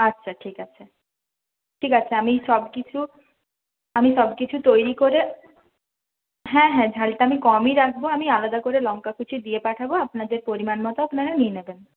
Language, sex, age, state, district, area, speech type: Bengali, female, 30-45, West Bengal, Purulia, rural, conversation